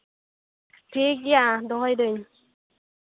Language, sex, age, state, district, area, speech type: Santali, female, 30-45, West Bengal, Malda, rural, conversation